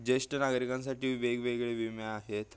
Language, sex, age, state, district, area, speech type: Marathi, male, 18-30, Maharashtra, Ratnagiri, rural, spontaneous